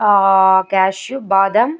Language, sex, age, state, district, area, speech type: Telugu, female, 30-45, Telangana, Medchal, urban, spontaneous